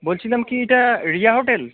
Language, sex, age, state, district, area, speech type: Bengali, male, 18-30, West Bengal, Jalpaiguri, rural, conversation